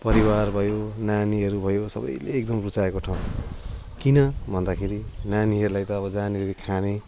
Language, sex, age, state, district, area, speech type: Nepali, male, 30-45, West Bengal, Jalpaiguri, urban, spontaneous